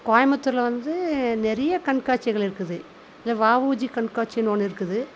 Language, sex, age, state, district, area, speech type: Tamil, female, 45-60, Tamil Nadu, Coimbatore, rural, spontaneous